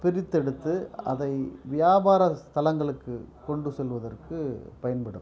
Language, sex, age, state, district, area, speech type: Tamil, male, 45-60, Tamil Nadu, Perambalur, urban, spontaneous